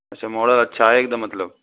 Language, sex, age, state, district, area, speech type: Hindi, male, 45-60, Rajasthan, Karauli, rural, conversation